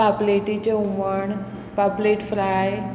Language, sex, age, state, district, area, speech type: Goan Konkani, female, 30-45, Goa, Murmgao, rural, spontaneous